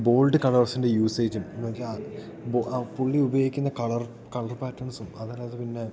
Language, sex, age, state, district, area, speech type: Malayalam, male, 18-30, Kerala, Idukki, rural, spontaneous